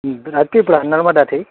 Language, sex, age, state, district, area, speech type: Gujarati, male, 30-45, Gujarat, Narmada, rural, conversation